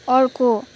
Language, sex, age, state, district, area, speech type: Nepali, female, 18-30, West Bengal, Kalimpong, rural, read